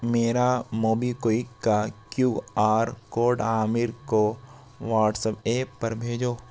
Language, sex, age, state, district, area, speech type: Urdu, male, 60+, Uttar Pradesh, Lucknow, urban, read